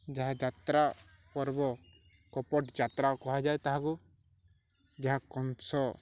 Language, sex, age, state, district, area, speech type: Odia, male, 18-30, Odisha, Balangir, urban, spontaneous